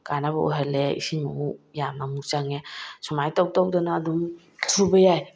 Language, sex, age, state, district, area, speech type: Manipuri, female, 45-60, Manipur, Bishnupur, rural, spontaneous